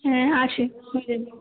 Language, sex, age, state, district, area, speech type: Bengali, female, 18-30, West Bengal, Malda, urban, conversation